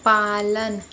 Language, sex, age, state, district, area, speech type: Hindi, female, 60+, Uttar Pradesh, Sonbhadra, rural, read